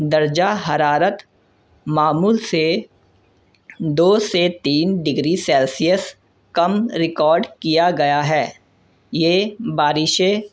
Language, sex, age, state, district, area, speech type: Urdu, male, 18-30, Delhi, North East Delhi, urban, spontaneous